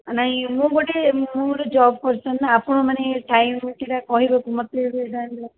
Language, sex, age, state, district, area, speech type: Odia, female, 45-60, Odisha, Sundergarh, rural, conversation